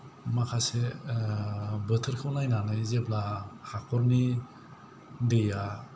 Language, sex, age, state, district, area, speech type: Bodo, male, 45-60, Assam, Kokrajhar, rural, spontaneous